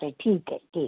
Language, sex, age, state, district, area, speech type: Marathi, female, 60+, Maharashtra, Nanded, rural, conversation